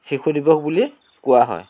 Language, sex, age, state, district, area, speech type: Assamese, male, 60+, Assam, Dhemaji, rural, spontaneous